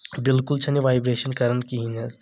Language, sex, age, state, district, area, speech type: Kashmiri, male, 18-30, Jammu and Kashmir, Shopian, rural, spontaneous